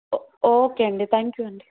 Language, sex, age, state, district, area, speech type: Telugu, female, 30-45, Andhra Pradesh, N T Rama Rao, urban, conversation